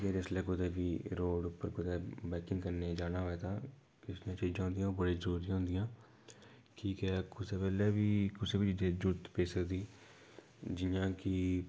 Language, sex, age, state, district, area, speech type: Dogri, male, 30-45, Jammu and Kashmir, Udhampur, rural, spontaneous